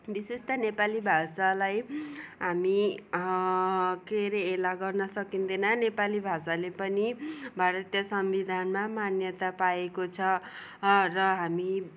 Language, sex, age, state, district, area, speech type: Nepali, female, 45-60, West Bengal, Darjeeling, rural, spontaneous